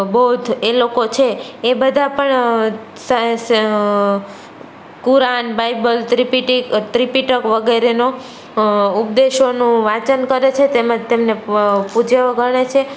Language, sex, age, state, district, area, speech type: Gujarati, female, 18-30, Gujarat, Rajkot, urban, spontaneous